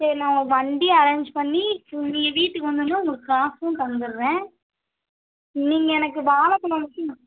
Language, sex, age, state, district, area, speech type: Tamil, female, 18-30, Tamil Nadu, Madurai, urban, conversation